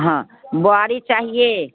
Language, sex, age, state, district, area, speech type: Hindi, female, 60+, Bihar, Muzaffarpur, rural, conversation